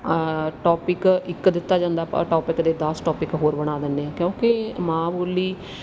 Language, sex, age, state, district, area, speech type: Punjabi, female, 30-45, Punjab, Mansa, rural, spontaneous